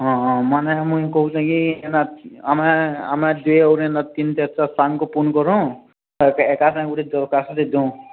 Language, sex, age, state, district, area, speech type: Odia, male, 45-60, Odisha, Nuapada, urban, conversation